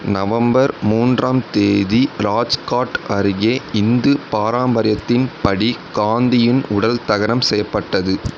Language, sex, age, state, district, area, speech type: Tamil, male, 30-45, Tamil Nadu, Tiruvarur, rural, read